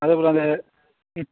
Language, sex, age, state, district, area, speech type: Tamil, male, 18-30, Tamil Nadu, Dharmapuri, rural, conversation